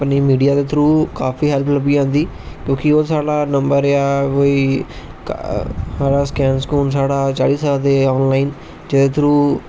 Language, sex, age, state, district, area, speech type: Dogri, male, 30-45, Jammu and Kashmir, Jammu, rural, spontaneous